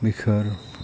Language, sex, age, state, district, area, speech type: Assamese, male, 45-60, Assam, Goalpara, urban, spontaneous